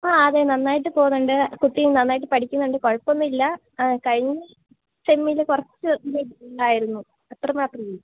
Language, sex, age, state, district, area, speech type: Malayalam, female, 18-30, Kerala, Idukki, rural, conversation